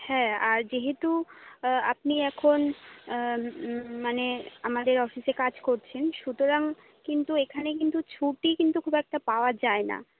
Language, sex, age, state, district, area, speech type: Bengali, female, 30-45, West Bengal, Jhargram, rural, conversation